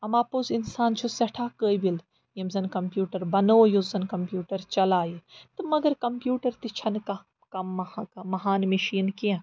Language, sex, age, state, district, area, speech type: Kashmiri, female, 45-60, Jammu and Kashmir, Srinagar, urban, spontaneous